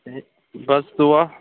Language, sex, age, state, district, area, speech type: Kashmiri, male, 45-60, Jammu and Kashmir, Srinagar, urban, conversation